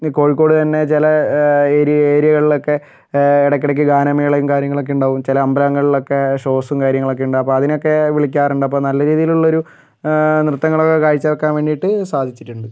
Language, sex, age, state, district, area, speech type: Malayalam, male, 60+, Kerala, Kozhikode, urban, spontaneous